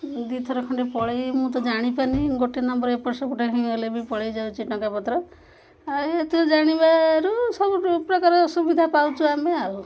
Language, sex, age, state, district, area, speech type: Odia, female, 45-60, Odisha, Koraput, urban, spontaneous